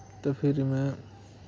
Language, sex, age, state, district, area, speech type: Dogri, male, 18-30, Jammu and Kashmir, Kathua, rural, spontaneous